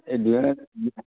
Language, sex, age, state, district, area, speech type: Assamese, male, 60+, Assam, Barpeta, rural, conversation